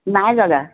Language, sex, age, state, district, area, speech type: Assamese, female, 60+, Assam, Lakhimpur, urban, conversation